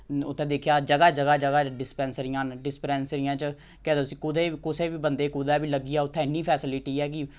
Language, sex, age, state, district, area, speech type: Dogri, male, 30-45, Jammu and Kashmir, Samba, rural, spontaneous